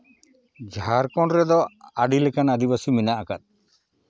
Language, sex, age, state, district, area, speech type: Santali, male, 45-60, Jharkhand, Seraikela Kharsawan, rural, spontaneous